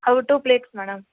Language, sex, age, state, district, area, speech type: Telugu, female, 18-30, Andhra Pradesh, Sri Balaji, rural, conversation